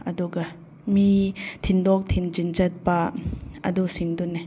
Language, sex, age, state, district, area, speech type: Manipuri, female, 30-45, Manipur, Chandel, rural, spontaneous